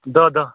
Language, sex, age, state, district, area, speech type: Kashmiri, male, 18-30, Jammu and Kashmir, Kulgam, rural, conversation